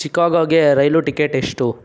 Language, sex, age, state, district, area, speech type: Kannada, male, 18-30, Karnataka, Chikkaballapur, rural, read